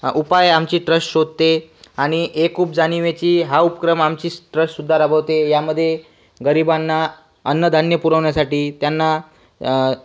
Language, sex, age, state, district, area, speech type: Marathi, male, 18-30, Maharashtra, Washim, rural, spontaneous